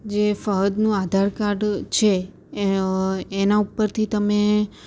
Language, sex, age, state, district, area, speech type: Gujarati, female, 30-45, Gujarat, Ahmedabad, urban, spontaneous